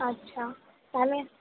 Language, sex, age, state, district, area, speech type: Bengali, female, 18-30, West Bengal, Purba Bardhaman, urban, conversation